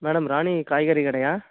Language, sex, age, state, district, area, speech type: Tamil, male, 18-30, Tamil Nadu, Nagapattinam, urban, conversation